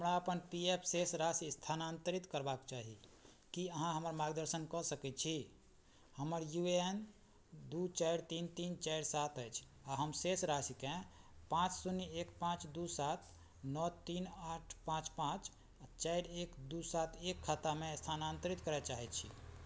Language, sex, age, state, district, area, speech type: Maithili, male, 45-60, Bihar, Madhubani, rural, read